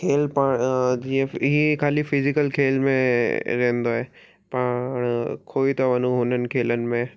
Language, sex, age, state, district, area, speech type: Sindhi, male, 18-30, Rajasthan, Ajmer, urban, spontaneous